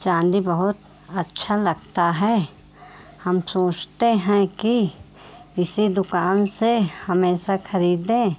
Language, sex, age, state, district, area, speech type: Hindi, female, 45-60, Uttar Pradesh, Pratapgarh, rural, spontaneous